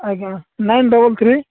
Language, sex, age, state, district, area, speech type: Odia, male, 18-30, Odisha, Nabarangpur, urban, conversation